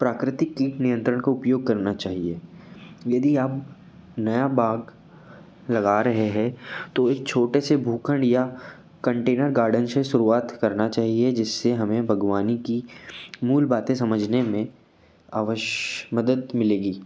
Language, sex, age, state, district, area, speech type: Hindi, male, 18-30, Madhya Pradesh, Betul, urban, spontaneous